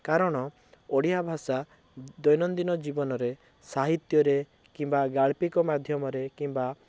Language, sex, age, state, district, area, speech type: Odia, male, 18-30, Odisha, Cuttack, urban, spontaneous